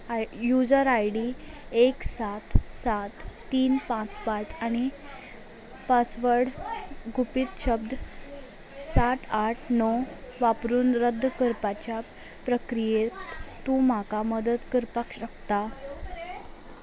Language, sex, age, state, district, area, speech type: Goan Konkani, female, 18-30, Goa, Salcete, rural, read